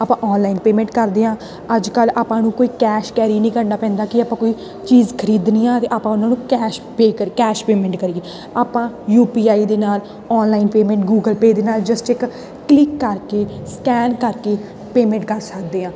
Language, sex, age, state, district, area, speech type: Punjabi, female, 18-30, Punjab, Tarn Taran, rural, spontaneous